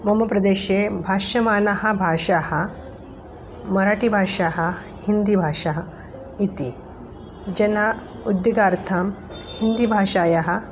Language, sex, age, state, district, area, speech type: Sanskrit, female, 45-60, Maharashtra, Nagpur, urban, spontaneous